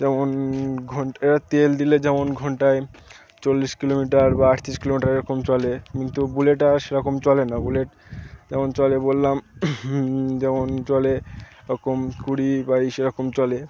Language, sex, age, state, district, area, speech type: Bengali, male, 18-30, West Bengal, Birbhum, urban, spontaneous